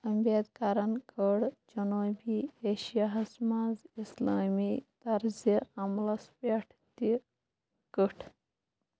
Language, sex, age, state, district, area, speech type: Kashmiri, female, 18-30, Jammu and Kashmir, Shopian, rural, read